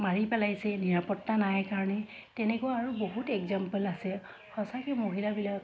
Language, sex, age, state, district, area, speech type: Assamese, female, 30-45, Assam, Dhemaji, rural, spontaneous